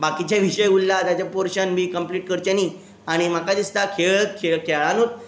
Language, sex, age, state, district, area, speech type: Goan Konkani, male, 18-30, Goa, Tiswadi, rural, spontaneous